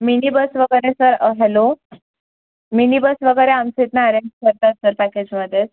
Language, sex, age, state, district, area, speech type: Marathi, female, 18-30, Maharashtra, Raigad, urban, conversation